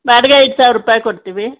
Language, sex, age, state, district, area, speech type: Kannada, female, 45-60, Karnataka, Chamarajanagar, rural, conversation